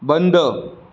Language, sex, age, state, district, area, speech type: Marathi, male, 18-30, Maharashtra, Sindhudurg, rural, read